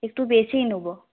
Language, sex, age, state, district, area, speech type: Bengali, female, 18-30, West Bengal, Nadia, rural, conversation